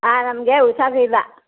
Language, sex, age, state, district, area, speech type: Kannada, female, 60+, Karnataka, Mysore, rural, conversation